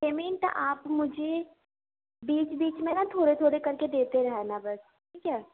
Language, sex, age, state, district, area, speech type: Urdu, female, 18-30, Uttar Pradesh, Ghaziabad, urban, conversation